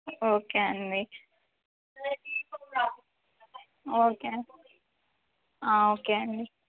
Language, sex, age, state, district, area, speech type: Telugu, female, 18-30, Telangana, Adilabad, rural, conversation